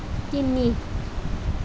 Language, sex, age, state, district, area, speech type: Assamese, female, 30-45, Assam, Nalbari, rural, read